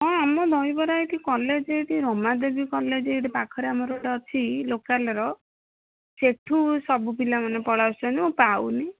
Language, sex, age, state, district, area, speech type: Odia, female, 18-30, Odisha, Bhadrak, rural, conversation